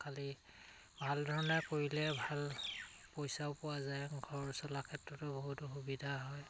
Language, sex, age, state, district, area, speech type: Assamese, male, 45-60, Assam, Charaideo, rural, spontaneous